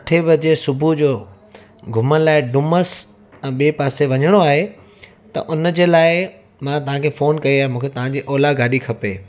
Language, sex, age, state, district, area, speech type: Sindhi, male, 45-60, Gujarat, Surat, urban, spontaneous